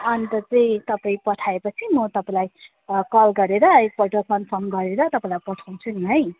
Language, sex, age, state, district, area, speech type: Nepali, female, 30-45, West Bengal, Jalpaiguri, urban, conversation